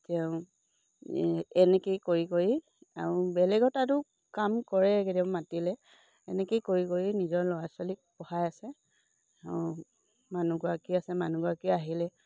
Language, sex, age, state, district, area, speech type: Assamese, female, 45-60, Assam, Dibrugarh, rural, spontaneous